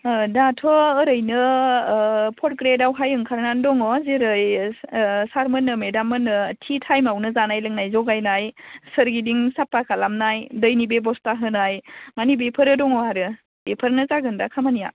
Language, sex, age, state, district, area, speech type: Bodo, female, 18-30, Assam, Baksa, rural, conversation